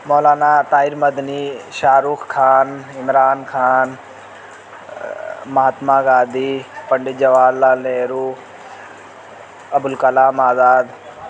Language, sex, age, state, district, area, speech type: Urdu, male, 18-30, Uttar Pradesh, Azamgarh, rural, spontaneous